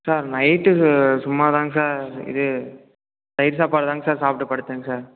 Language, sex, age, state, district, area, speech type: Tamil, male, 18-30, Tamil Nadu, Tiruppur, rural, conversation